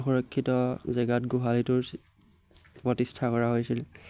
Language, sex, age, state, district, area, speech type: Assamese, male, 18-30, Assam, Golaghat, rural, spontaneous